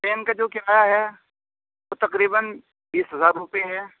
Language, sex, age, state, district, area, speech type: Urdu, male, 18-30, Uttar Pradesh, Saharanpur, urban, conversation